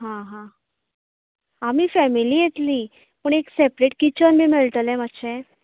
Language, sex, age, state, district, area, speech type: Goan Konkani, female, 30-45, Goa, Canacona, rural, conversation